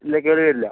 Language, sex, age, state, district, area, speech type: Malayalam, male, 60+, Kerala, Palakkad, urban, conversation